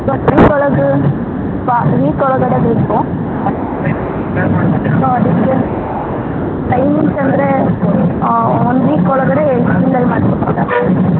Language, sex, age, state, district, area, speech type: Kannada, female, 30-45, Karnataka, Hassan, urban, conversation